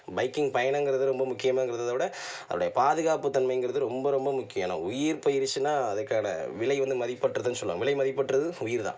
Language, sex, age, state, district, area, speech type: Tamil, male, 30-45, Tamil Nadu, Tiruvarur, rural, spontaneous